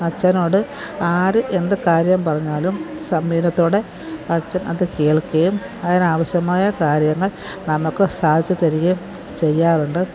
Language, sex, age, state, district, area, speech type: Malayalam, female, 45-60, Kerala, Pathanamthitta, rural, spontaneous